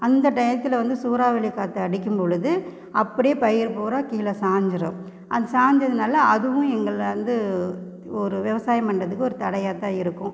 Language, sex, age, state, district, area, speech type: Tamil, female, 30-45, Tamil Nadu, Namakkal, rural, spontaneous